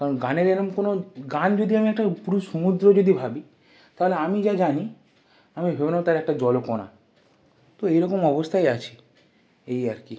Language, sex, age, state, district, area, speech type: Bengali, male, 18-30, West Bengal, North 24 Parganas, urban, spontaneous